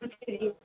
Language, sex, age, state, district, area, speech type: Tamil, female, 18-30, Tamil Nadu, Thoothukudi, rural, conversation